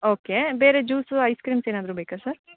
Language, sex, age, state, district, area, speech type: Kannada, female, 18-30, Karnataka, Chikkamagaluru, rural, conversation